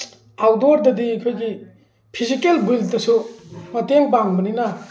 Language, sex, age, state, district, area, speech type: Manipuri, male, 45-60, Manipur, Thoubal, rural, spontaneous